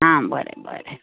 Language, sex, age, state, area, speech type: Goan Konkani, female, 45-60, Maharashtra, urban, conversation